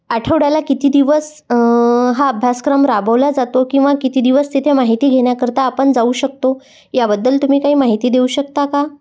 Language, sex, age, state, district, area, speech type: Marathi, female, 30-45, Maharashtra, Amravati, rural, spontaneous